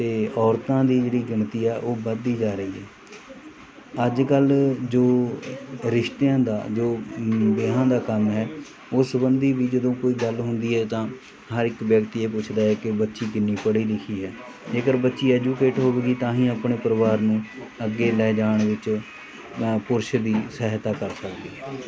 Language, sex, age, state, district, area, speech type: Punjabi, male, 45-60, Punjab, Mohali, rural, spontaneous